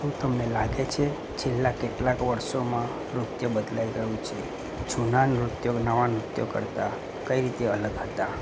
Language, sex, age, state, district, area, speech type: Gujarati, male, 30-45, Gujarat, Anand, rural, spontaneous